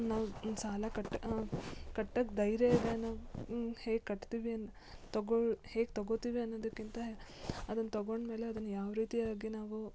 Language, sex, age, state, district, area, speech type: Kannada, female, 18-30, Karnataka, Shimoga, rural, spontaneous